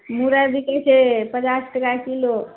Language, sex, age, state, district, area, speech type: Maithili, female, 60+, Bihar, Purnia, rural, conversation